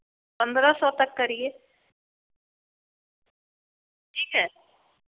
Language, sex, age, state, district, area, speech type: Hindi, female, 30-45, Uttar Pradesh, Prayagraj, urban, conversation